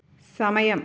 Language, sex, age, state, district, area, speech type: Malayalam, female, 30-45, Kerala, Thrissur, urban, read